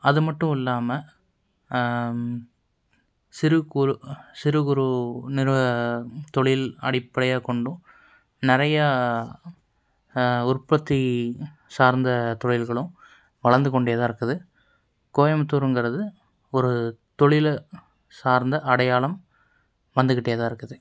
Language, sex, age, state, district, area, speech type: Tamil, male, 18-30, Tamil Nadu, Coimbatore, urban, spontaneous